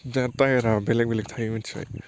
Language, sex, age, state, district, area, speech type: Bodo, male, 18-30, Assam, Baksa, rural, spontaneous